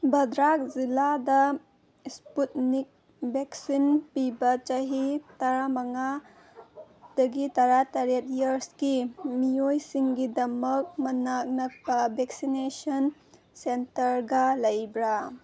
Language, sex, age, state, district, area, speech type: Manipuri, female, 18-30, Manipur, Senapati, urban, read